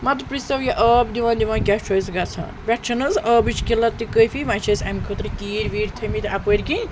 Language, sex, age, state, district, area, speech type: Kashmiri, female, 30-45, Jammu and Kashmir, Srinagar, urban, spontaneous